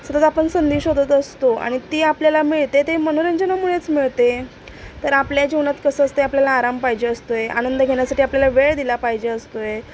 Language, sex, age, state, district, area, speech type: Marathi, female, 30-45, Maharashtra, Sangli, urban, spontaneous